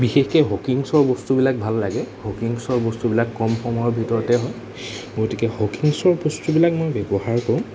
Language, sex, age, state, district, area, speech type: Assamese, male, 18-30, Assam, Nagaon, rural, spontaneous